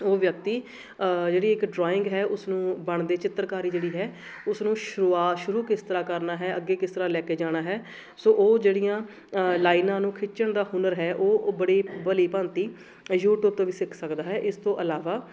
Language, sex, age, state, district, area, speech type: Punjabi, female, 30-45, Punjab, Shaheed Bhagat Singh Nagar, urban, spontaneous